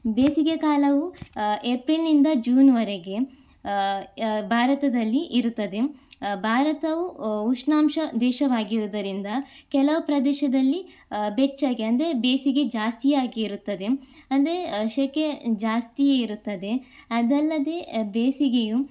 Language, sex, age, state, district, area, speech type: Kannada, female, 18-30, Karnataka, Udupi, urban, spontaneous